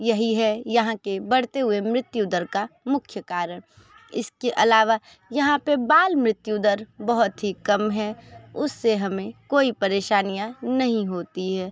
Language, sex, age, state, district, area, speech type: Hindi, female, 30-45, Uttar Pradesh, Sonbhadra, rural, spontaneous